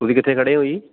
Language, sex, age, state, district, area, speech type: Punjabi, male, 30-45, Punjab, Mohali, urban, conversation